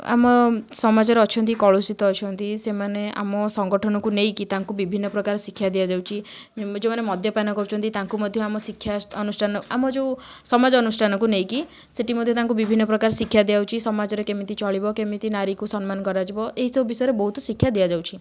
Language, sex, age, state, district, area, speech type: Odia, female, 18-30, Odisha, Kendujhar, urban, spontaneous